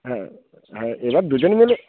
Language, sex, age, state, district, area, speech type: Bengali, male, 30-45, West Bengal, Darjeeling, rural, conversation